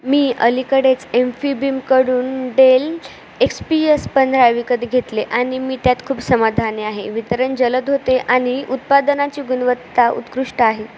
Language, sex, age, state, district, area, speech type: Marathi, female, 18-30, Maharashtra, Ahmednagar, urban, read